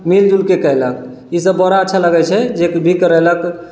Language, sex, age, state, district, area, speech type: Maithili, male, 30-45, Bihar, Sitamarhi, urban, spontaneous